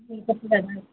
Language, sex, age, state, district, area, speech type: Telugu, female, 45-60, Andhra Pradesh, Konaseema, urban, conversation